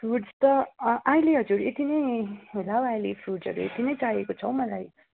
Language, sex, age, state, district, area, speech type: Nepali, female, 30-45, West Bengal, Darjeeling, rural, conversation